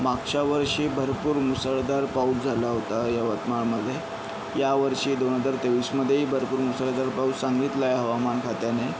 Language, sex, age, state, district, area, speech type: Marathi, male, 30-45, Maharashtra, Yavatmal, urban, spontaneous